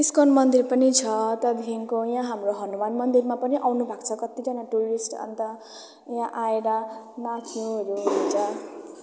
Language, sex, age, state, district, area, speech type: Nepali, female, 18-30, West Bengal, Jalpaiguri, rural, spontaneous